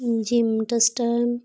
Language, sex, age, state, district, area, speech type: Punjabi, female, 18-30, Punjab, Ludhiana, rural, spontaneous